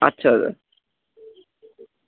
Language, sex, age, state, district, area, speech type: Bengali, male, 18-30, West Bengal, Howrah, urban, conversation